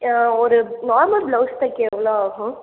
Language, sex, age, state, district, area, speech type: Tamil, female, 30-45, Tamil Nadu, Cuddalore, rural, conversation